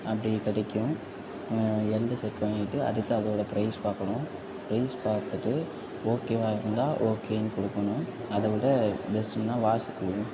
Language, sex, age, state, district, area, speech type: Tamil, male, 18-30, Tamil Nadu, Tirunelveli, rural, spontaneous